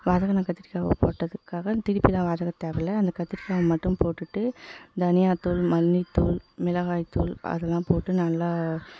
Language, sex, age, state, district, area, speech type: Tamil, female, 18-30, Tamil Nadu, Tiruvannamalai, rural, spontaneous